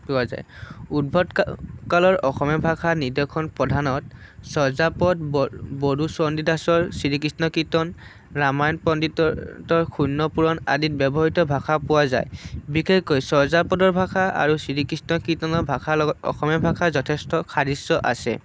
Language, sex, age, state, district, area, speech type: Assamese, male, 18-30, Assam, Sonitpur, rural, spontaneous